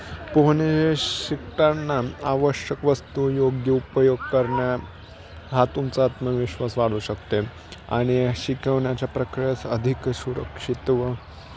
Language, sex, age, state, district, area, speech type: Marathi, male, 18-30, Maharashtra, Nashik, urban, spontaneous